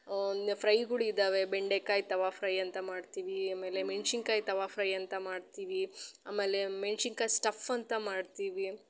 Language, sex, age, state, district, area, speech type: Kannada, female, 30-45, Karnataka, Chitradurga, rural, spontaneous